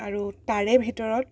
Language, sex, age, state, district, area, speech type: Assamese, female, 18-30, Assam, Sonitpur, rural, spontaneous